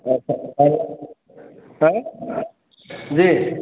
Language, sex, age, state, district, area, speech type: Hindi, male, 30-45, Uttar Pradesh, Sitapur, rural, conversation